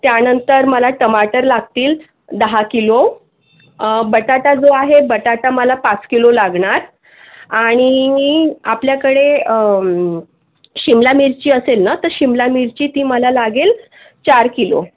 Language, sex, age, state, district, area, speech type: Marathi, female, 18-30, Maharashtra, Akola, urban, conversation